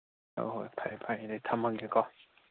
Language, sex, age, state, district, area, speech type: Manipuri, male, 18-30, Manipur, Senapati, rural, conversation